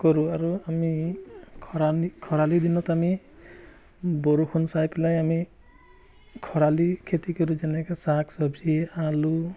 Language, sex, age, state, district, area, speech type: Assamese, male, 30-45, Assam, Biswanath, rural, spontaneous